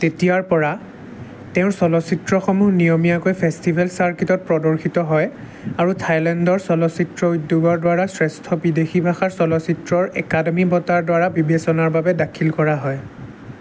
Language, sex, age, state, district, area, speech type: Assamese, male, 18-30, Assam, Jorhat, urban, read